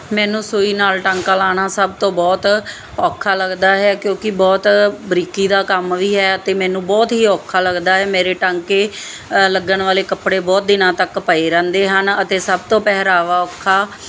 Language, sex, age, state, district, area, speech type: Punjabi, female, 30-45, Punjab, Muktsar, urban, spontaneous